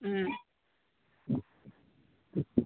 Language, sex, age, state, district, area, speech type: Telugu, female, 60+, Andhra Pradesh, Kadapa, rural, conversation